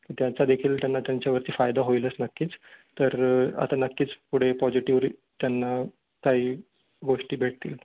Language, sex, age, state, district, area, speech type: Marathi, male, 18-30, Maharashtra, Ratnagiri, urban, conversation